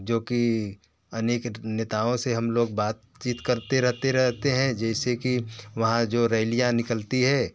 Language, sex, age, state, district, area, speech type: Hindi, male, 45-60, Uttar Pradesh, Varanasi, urban, spontaneous